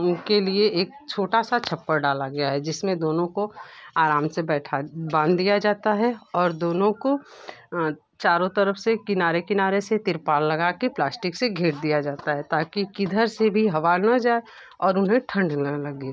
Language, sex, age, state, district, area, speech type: Hindi, female, 30-45, Uttar Pradesh, Ghazipur, rural, spontaneous